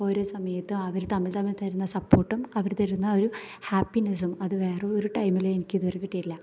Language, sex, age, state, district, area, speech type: Malayalam, female, 18-30, Kerala, Thrissur, rural, spontaneous